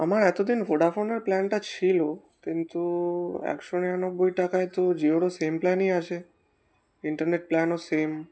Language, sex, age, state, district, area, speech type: Bengali, male, 18-30, West Bengal, Darjeeling, urban, spontaneous